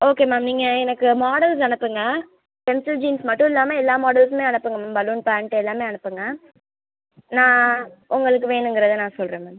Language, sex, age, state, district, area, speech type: Tamil, male, 18-30, Tamil Nadu, Sivaganga, rural, conversation